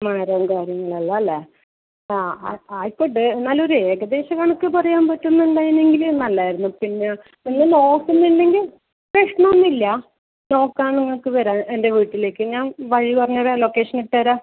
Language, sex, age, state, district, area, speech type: Malayalam, female, 45-60, Kerala, Kasaragod, rural, conversation